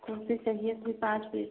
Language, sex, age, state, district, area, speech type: Hindi, female, 30-45, Uttar Pradesh, Prayagraj, rural, conversation